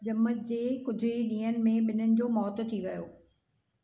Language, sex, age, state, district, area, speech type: Sindhi, female, 60+, Maharashtra, Thane, urban, read